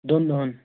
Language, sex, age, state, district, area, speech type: Kashmiri, male, 18-30, Jammu and Kashmir, Bandipora, urban, conversation